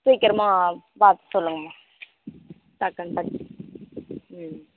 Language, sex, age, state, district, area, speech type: Tamil, female, 18-30, Tamil Nadu, Dharmapuri, rural, conversation